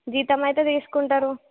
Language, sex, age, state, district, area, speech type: Telugu, female, 18-30, Telangana, Jagtial, urban, conversation